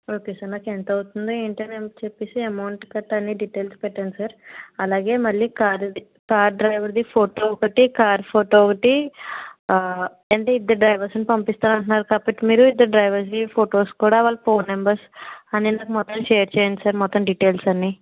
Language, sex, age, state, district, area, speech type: Telugu, female, 45-60, Andhra Pradesh, Kakinada, rural, conversation